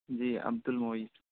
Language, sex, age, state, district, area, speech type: Urdu, male, 45-60, Uttar Pradesh, Aligarh, urban, conversation